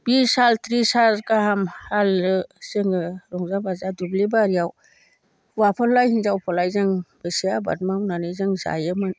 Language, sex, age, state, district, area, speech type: Bodo, female, 60+, Assam, Baksa, rural, spontaneous